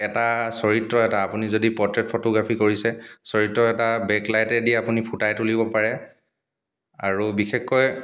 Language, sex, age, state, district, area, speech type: Assamese, male, 30-45, Assam, Dibrugarh, rural, spontaneous